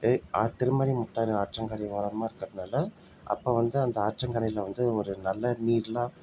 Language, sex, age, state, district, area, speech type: Tamil, male, 30-45, Tamil Nadu, Salem, urban, spontaneous